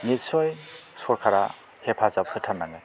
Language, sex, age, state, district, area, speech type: Bodo, male, 60+, Assam, Kokrajhar, rural, spontaneous